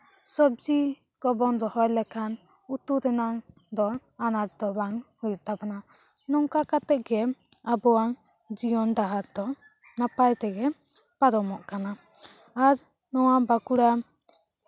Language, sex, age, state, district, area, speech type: Santali, female, 18-30, West Bengal, Bankura, rural, spontaneous